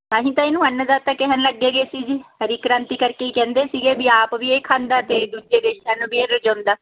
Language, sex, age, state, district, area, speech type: Punjabi, male, 45-60, Punjab, Patiala, urban, conversation